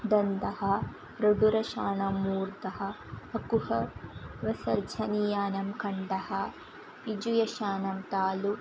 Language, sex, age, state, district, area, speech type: Sanskrit, female, 18-30, Kerala, Thrissur, rural, spontaneous